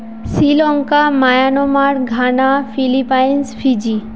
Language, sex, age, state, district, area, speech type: Bengali, female, 30-45, West Bengal, Paschim Bardhaman, urban, spontaneous